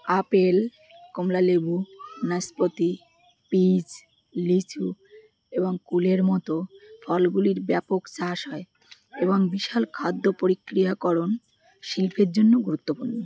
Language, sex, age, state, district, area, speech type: Bengali, female, 30-45, West Bengal, Birbhum, urban, read